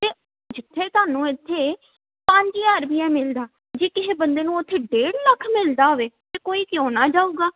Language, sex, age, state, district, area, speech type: Punjabi, female, 18-30, Punjab, Tarn Taran, urban, conversation